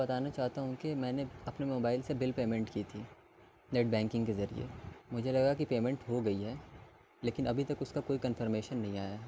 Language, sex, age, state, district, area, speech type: Urdu, male, 18-30, Delhi, North East Delhi, urban, spontaneous